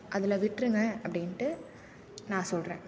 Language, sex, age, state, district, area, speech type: Tamil, female, 18-30, Tamil Nadu, Thanjavur, rural, spontaneous